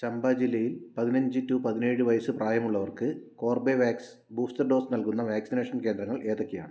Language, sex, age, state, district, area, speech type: Malayalam, male, 18-30, Kerala, Wayanad, rural, read